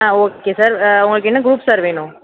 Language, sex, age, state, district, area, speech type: Tamil, female, 18-30, Tamil Nadu, Pudukkottai, urban, conversation